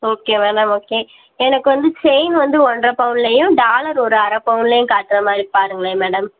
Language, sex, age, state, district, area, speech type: Tamil, female, 18-30, Tamil Nadu, Virudhunagar, rural, conversation